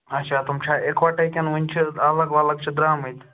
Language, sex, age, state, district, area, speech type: Kashmiri, male, 18-30, Jammu and Kashmir, Ganderbal, rural, conversation